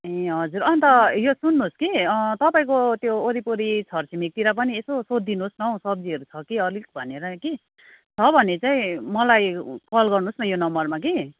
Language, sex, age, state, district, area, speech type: Nepali, female, 45-60, West Bengal, Kalimpong, rural, conversation